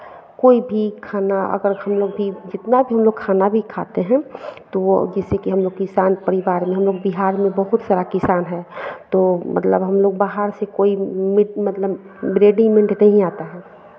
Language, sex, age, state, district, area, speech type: Hindi, female, 45-60, Bihar, Madhepura, rural, spontaneous